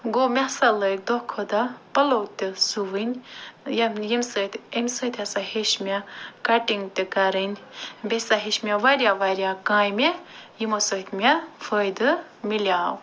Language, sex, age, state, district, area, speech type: Kashmiri, female, 45-60, Jammu and Kashmir, Ganderbal, urban, spontaneous